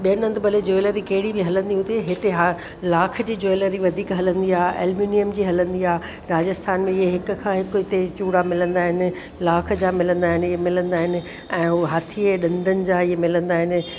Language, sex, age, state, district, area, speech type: Sindhi, female, 45-60, Rajasthan, Ajmer, urban, spontaneous